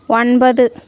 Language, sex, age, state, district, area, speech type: Tamil, female, 30-45, Tamil Nadu, Tirupattur, rural, read